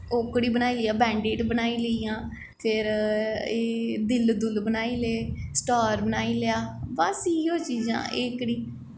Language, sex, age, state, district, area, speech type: Dogri, female, 18-30, Jammu and Kashmir, Jammu, urban, spontaneous